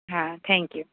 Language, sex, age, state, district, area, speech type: Gujarati, female, 30-45, Gujarat, Anand, urban, conversation